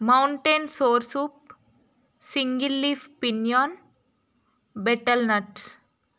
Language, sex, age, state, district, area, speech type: Telugu, female, 18-30, Telangana, Narayanpet, rural, spontaneous